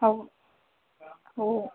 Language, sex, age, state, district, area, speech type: Marathi, female, 30-45, Maharashtra, Thane, urban, conversation